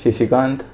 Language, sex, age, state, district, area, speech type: Goan Konkani, male, 18-30, Goa, Salcete, urban, spontaneous